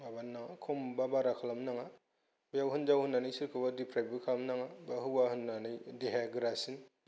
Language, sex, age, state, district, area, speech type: Bodo, male, 30-45, Assam, Kokrajhar, rural, spontaneous